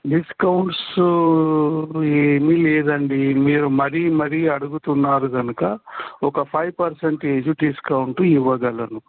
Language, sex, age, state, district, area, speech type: Telugu, male, 60+, Telangana, Warangal, urban, conversation